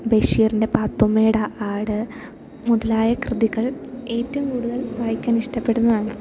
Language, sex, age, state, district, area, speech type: Malayalam, female, 18-30, Kerala, Idukki, rural, spontaneous